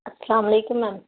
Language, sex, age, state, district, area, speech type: Urdu, female, 18-30, Telangana, Hyderabad, urban, conversation